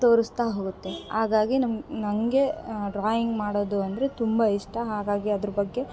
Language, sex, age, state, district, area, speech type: Kannada, female, 30-45, Karnataka, Vijayanagara, rural, spontaneous